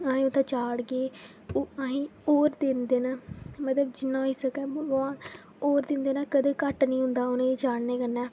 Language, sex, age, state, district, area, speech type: Dogri, female, 18-30, Jammu and Kashmir, Jammu, rural, spontaneous